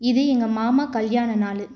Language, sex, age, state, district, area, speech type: Tamil, female, 18-30, Tamil Nadu, Tiruchirappalli, urban, spontaneous